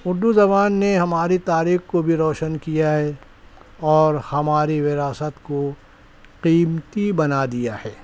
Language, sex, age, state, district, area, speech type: Urdu, male, 30-45, Maharashtra, Nashik, urban, spontaneous